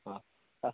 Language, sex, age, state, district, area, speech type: Odia, male, 45-60, Odisha, Rayagada, rural, conversation